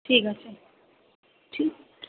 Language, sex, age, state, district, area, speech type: Bengali, female, 30-45, West Bengal, Kolkata, urban, conversation